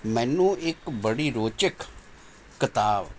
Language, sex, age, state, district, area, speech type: Punjabi, male, 60+, Punjab, Mohali, urban, spontaneous